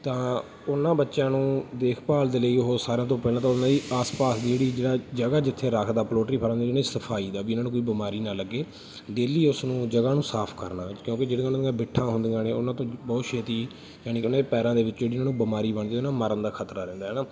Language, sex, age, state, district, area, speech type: Punjabi, male, 30-45, Punjab, Bathinda, rural, spontaneous